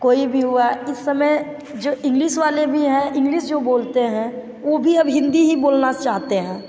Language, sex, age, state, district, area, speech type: Hindi, female, 18-30, Uttar Pradesh, Mirzapur, rural, spontaneous